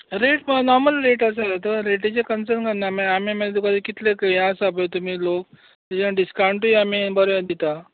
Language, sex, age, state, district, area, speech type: Goan Konkani, male, 45-60, Goa, Tiswadi, rural, conversation